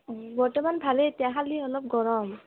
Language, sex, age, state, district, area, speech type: Assamese, female, 18-30, Assam, Kamrup Metropolitan, urban, conversation